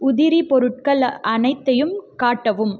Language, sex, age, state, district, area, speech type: Tamil, female, 18-30, Tamil Nadu, Krishnagiri, rural, read